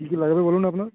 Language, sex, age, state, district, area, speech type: Bengali, male, 18-30, West Bengal, Uttar Dinajpur, rural, conversation